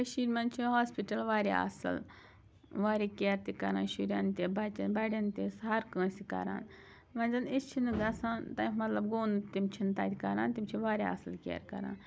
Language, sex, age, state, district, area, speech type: Kashmiri, female, 30-45, Jammu and Kashmir, Srinagar, urban, spontaneous